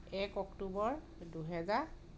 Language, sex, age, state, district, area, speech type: Assamese, female, 30-45, Assam, Dhemaji, rural, spontaneous